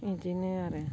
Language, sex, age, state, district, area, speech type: Bodo, female, 60+, Assam, Baksa, rural, spontaneous